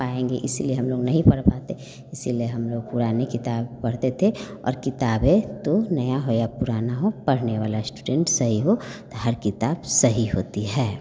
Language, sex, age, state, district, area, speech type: Hindi, female, 30-45, Bihar, Vaishali, urban, spontaneous